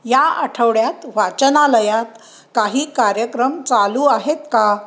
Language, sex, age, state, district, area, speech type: Marathi, female, 60+, Maharashtra, Pune, urban, read